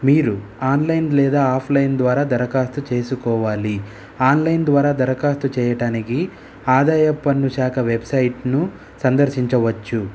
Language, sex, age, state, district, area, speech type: Telugu, male, 30-45, Telangana, Hyderabad, urban, spontaneous